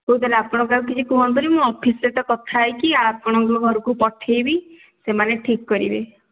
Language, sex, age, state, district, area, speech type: Odia, female, 18-30, Odisha, Dhenkanal, rural, conversation